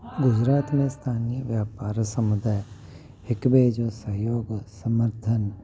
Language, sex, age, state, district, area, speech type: Sindhi, male, 30-45, Gujarat, Kutch, urban, spontaneous